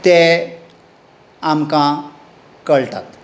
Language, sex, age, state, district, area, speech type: Goan Konkani, male, 60+, Goa, Tiswadi, rural, spontaneous